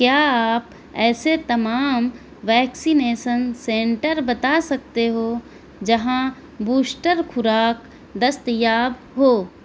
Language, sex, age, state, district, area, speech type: Urdu, female, 18-30, Delhi, South Delhi, rural, read